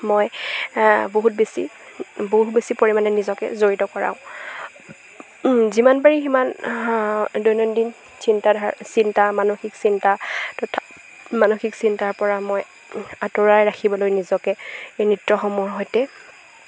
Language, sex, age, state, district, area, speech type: Assamese, female, 18-30, Assam, Lakhimpur, rural, spontaneous